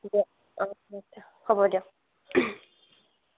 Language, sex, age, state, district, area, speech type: Assamese, female, 18-30, Assam, Barpeta, rural, conversation